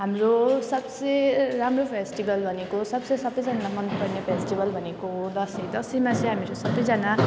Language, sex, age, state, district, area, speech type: Nepali, female, 18-30, West Bengal, Jalpaiguri, rural, spontaneous